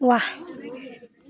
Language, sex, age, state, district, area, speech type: Assamese, female, 30-45, Assam, Dibrugarh, rural, read